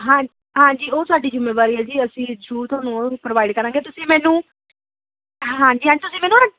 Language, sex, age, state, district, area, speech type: Punjabi, female, 30-45, Punjab, Ludhiana, urban, conversation